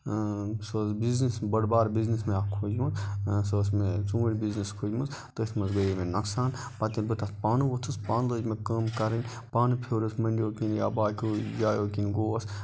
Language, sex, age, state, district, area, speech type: Kashmiri, male, 30-45, Jammu and Kashmir, Budgam, rural, spontaneous